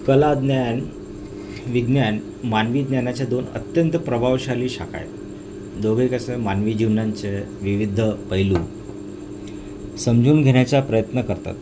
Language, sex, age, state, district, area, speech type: Marathi, male, 45-60, Maharashtra, Nagpur, urban, spontaneous